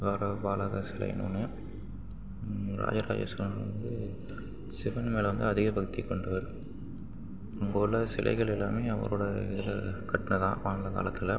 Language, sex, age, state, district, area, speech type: Tamil, male, 45-60, Tamil Nadu, Tiruvarur, urban, spontaneous